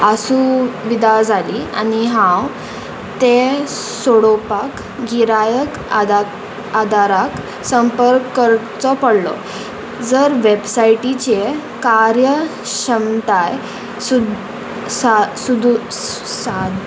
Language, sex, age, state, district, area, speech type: Goan Konkani, female, 18-30, Goa, Murmgao, urban, spontaneous